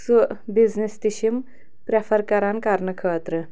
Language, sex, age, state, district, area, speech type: Kashmiri, female, 45-60, Jammu and Kashmir, Anantnag, rural, spontaneous